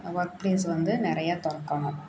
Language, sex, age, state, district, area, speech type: Tamil, female, 18-30, Tamil Nadu, Perambalur, urban, spontaneous